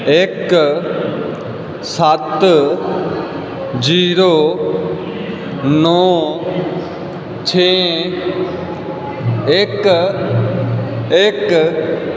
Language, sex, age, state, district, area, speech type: Punjabi, male, 18-30, Punjab, Fazilka, rural, read